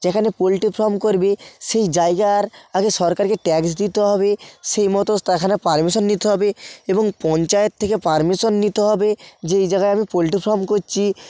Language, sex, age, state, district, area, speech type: Bengali, male, 30-45, West Bengal, North 24 Parganas, rural, spontaneous